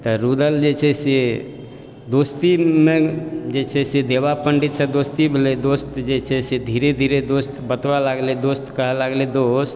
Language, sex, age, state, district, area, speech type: Maithili, male, 45-60, Bihar, Supaul, rural, spontaneous